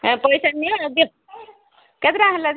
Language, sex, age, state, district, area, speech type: Odia, female, 45-60, Odisha, Ganjam, urban, conversation